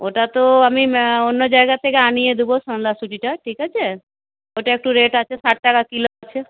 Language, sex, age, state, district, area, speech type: Bengali, female, 45-60, West Bengal, Purulia, rural, conversation